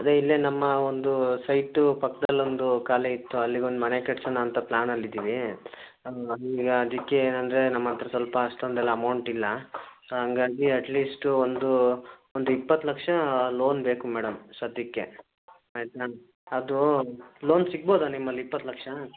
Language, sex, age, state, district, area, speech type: Kannada, male, 30-45, Karnataka, Chikkamagaluru, urban, conversation